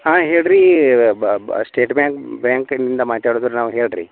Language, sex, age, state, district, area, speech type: Kannada, male, 30-45, Karnataka, Vijayapura, rural, conversation